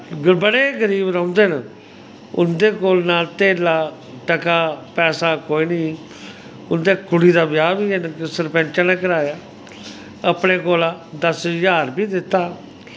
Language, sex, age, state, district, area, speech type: Dogri, male, 45-60, Jammu and Kashmir, Samba, rural, spontaneous